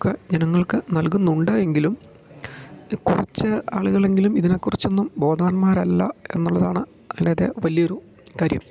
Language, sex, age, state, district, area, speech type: Malayalam, male, 30-45, Kerala, Idukki, rural, spontaneous